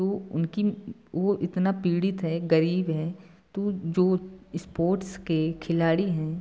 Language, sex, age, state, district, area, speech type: Hindi, male, 18-30, Uttar Pradesh, Prayagraj, rural, spontaneous